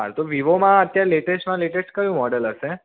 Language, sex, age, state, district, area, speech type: Gujarati, male, 30-45, Gujarat, Mehsana, rural, conversation